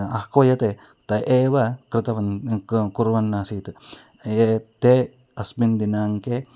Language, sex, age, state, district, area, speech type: Sanskrit, male, 45-60, Karnataka, Shimoga, rural, spontaneous